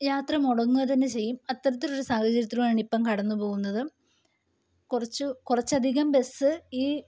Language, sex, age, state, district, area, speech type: Malayalam, female, 18-30, Kerala, Kottayam, rural, spontaneous